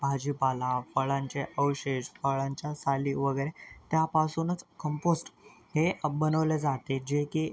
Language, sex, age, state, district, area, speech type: Marathi, male, 18-30, Maharashtra, Nanded, rural, spontaneous